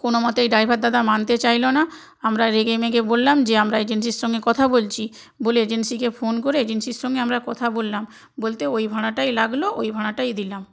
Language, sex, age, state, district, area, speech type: Bengali, female, 60+, West Bengal, Purba Medinipur, rural, spontaneous